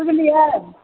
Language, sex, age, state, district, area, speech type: Maithili, female, 60+, Bihar, Supaul, rural, conversation